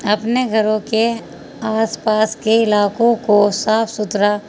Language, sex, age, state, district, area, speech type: Urdu, female, 45-60, Uttar Pradesh, Muzaffarnagar, urban, spontaneous